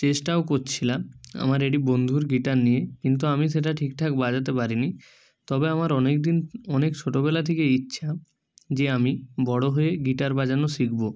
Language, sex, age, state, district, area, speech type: Bengali, male, 30-45, West Bengal, Purba Medinipur, rural, spontaneous